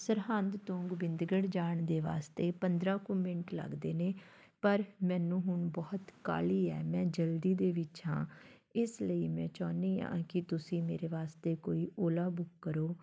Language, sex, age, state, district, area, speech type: Punjabi, female, 45-60, Punjab, Fatehgarh Sahib, urban, spontaneous